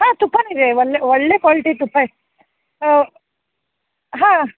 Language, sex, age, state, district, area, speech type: Kannada, female, 30-45, Karnataka, Dharwad, urban, conversation